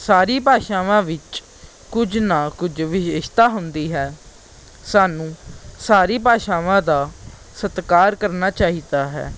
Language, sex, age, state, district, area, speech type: Punjabi, male, 18-30, Punjab, Patiala, urban, spontaneous